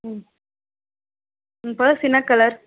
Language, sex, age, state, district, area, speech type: Tamil, female, 18-30, Tamil Nadu, Kallakurichi, rural, conversation